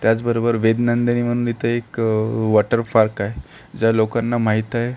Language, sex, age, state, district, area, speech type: Marathi, male, 18-30, Maharashtra, Akola, rural, spontaneous